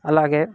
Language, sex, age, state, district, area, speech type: Telugu, male, 18-30, Telangana, Sangareddy, urban, spontaneous